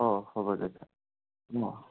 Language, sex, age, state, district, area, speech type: Assamese, male, 18-30, Assam, Goalpara, rural, conversation